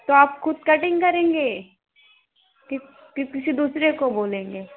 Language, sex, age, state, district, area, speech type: Hindi, female, 18-30, Uttar Pradesh, Azamgarh, rural, conversation